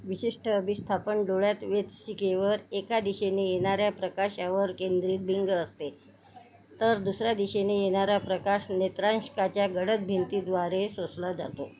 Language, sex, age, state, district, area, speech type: Marathi, female, 60+, Maharashtra, Nagpur, urban, read